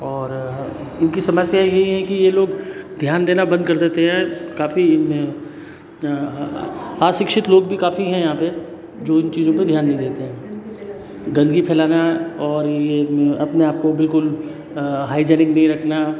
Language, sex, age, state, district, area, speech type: Hindi, male, 30-45, Rajasthan, Jodhpur, urban, spontaneous